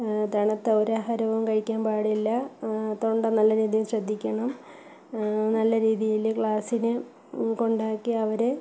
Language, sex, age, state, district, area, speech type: Malayalam, female, 30-45, Kerala, Kollam, rural, spontaneous